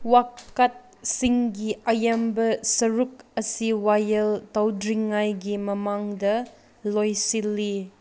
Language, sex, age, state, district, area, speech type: Manipuri, female, 18-30, Manipur, Senapati, rural, read